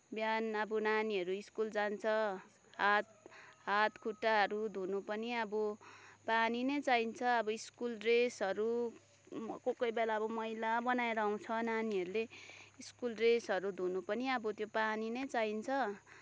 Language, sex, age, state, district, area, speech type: Nepali, female, 30-45, West Bengal, Kalimpong, rural, spontaneous